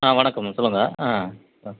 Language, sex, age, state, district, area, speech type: Tamil, male, 45-60, Tamil Nadu, Dharmapuri, urban, conversation